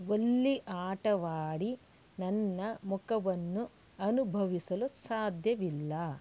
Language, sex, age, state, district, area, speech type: Kannada, female, 60+, Karnataka, Shimoga, rural, read